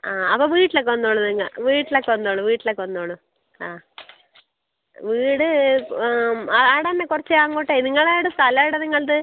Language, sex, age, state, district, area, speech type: Malayalam, female, 30-45, Kerala, Kasaragod, rural, conversation